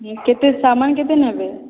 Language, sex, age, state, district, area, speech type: Odia, female, 18-30, Odisha, Boudh, rural, conversation